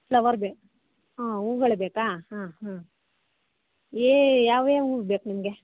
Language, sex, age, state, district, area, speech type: Kannada, female, 45-60, Karnataka, Mandya, rural, conversation